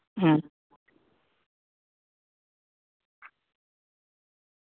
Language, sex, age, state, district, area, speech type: Gujarati, male, 18-30, Gujarat, Anand, urban, conversation